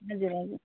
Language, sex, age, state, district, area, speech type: Nepali, female, 30-45, West Bengal, Darjeeling, rural, conversation